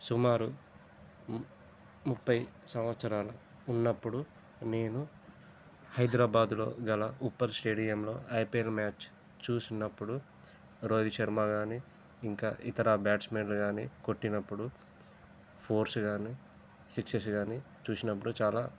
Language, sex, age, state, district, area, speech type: Telugu, male, 30-45, Telangana, Peddapalli, urban, spontaneous